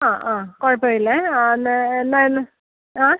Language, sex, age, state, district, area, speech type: Malayalam, female, 30-45, Kerala, Kottayam, rural, conversation